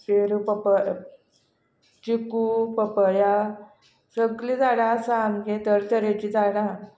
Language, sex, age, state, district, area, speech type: Goan Konkani, female, 45-60, Goa, Quepem, rural, spontaneous